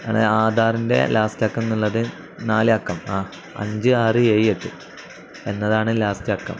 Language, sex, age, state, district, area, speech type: Malayalam, male, 18-30, Kerala, Kozhikode, rural, spontaneous